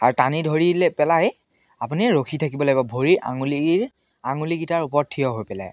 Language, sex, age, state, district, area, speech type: Assamese, male, 18-30, Assam, Biswanath, rural, spontaneous